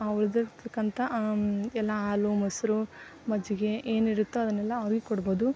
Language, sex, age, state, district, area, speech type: Kannada, female, 18-30, Karnataka, Koppal, rural, spontaneous